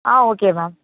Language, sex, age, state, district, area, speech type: Tamil, female, 18-30, Tamil Nadu, Sivaganga, rural, conversation